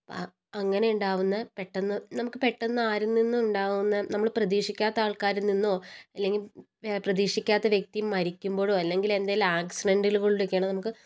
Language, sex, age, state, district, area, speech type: Malayalam, female, 18-30, Kerala, Kozhikode, urban, spontaneous